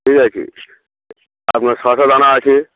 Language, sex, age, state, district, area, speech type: Bengali, male, 45-60, West Bengal, Hooghly, rural, conversation